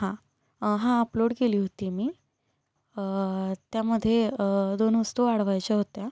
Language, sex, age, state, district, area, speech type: Marathi, female, 18-30, Maharashtra, Satara, urban, spontaneous